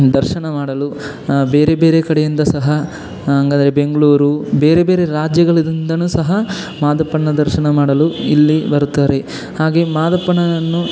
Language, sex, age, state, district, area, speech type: Kannada, male, 18-30, Karnataka, Chamarajanagar, urban, spontaneous